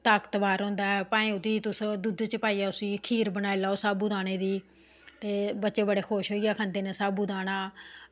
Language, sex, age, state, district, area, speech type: Dogri, female, 45-60, Jammu and Kashmir, Samba, rural, spontaneous